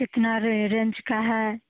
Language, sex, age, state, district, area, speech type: Hindi, female, 18-30, Bihar, Muzaffarpur, rural, conversation